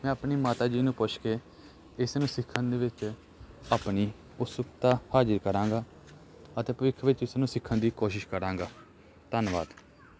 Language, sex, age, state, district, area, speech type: Punjabi, male, 18-30, Punjab, Gurdaspur, rural, spontaneous